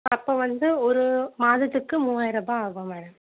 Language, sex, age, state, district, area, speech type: Tamil, female, 18-30, Tamil Nadu, Tiruvallur, urban, conversation